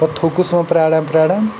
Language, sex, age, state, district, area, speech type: Kashmiri, male, 18-30, Jammu and Kashmir, Pulwama, rural, spontaneous